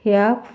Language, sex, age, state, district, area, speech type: Goan Konkani, female, 45-60, Goa, Salcete, rural, spontaneous